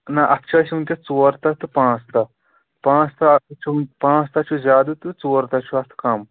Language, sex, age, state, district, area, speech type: Kashmiri, male, 18-30, Jammu and Kashmir, Shopian, urban, conversation